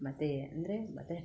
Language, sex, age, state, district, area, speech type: Kannada, female, 30-45, Karnataka, Shimoga, rural, spontaneous